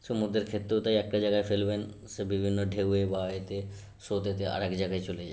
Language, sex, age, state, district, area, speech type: Bengali, male, 30-45, West Bengal, Howrah, urban, spontaneous